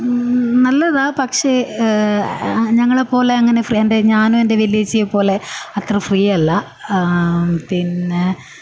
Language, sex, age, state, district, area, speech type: Malayalam, female, 18-30, Kerala, Kasaragod, rural, spontaneous